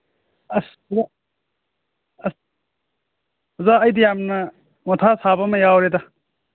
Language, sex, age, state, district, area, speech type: Manipuri, male, 45-60, Manipur, Imphal East, rural, conversation